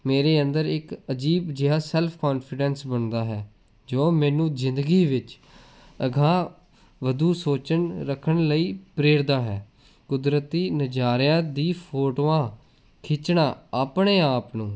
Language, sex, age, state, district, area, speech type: Punjabi, male, 18-30, Punjab, Jalandhar, urban, spontaneous